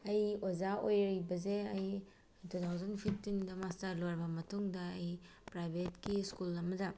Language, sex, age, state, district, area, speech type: Manipuri, female, 45-60, Manipur, Bishnupur, rural, spontaneous